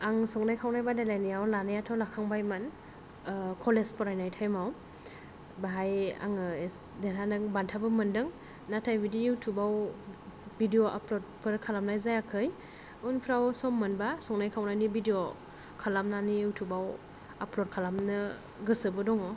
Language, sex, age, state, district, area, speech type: Bodo, female, 18-30, Assam, Kokrajhar, rural, spontaneous